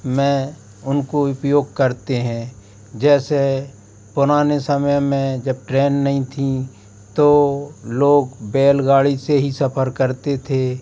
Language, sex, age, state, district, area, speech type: Hindi, male, 45-60, Madhya Pradesh, Hoshangabad, urban, spontaneous